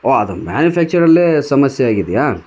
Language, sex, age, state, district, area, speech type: Kannada, male, 30-45, Karnataka, Vijayanagara, rural, spontaneous